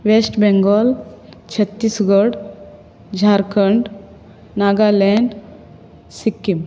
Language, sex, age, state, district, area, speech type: Goan Konkani, female, 30-45, Goa, Bardez, urban, spontaneous